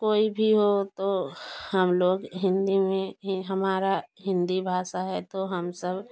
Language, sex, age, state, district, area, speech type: Hindi, female, 30-45, Uttar Pradesh, Jaunpur, rural, spontaneous